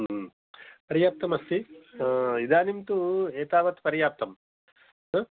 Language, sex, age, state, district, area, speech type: Sanskrit, male, 45-60, Telangana, Mahbubnagar, rural, conversation